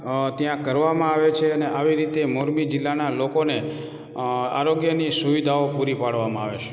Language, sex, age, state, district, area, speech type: Gujarati, male, 30-45, Gujarat, Morbi, rural, spontaneous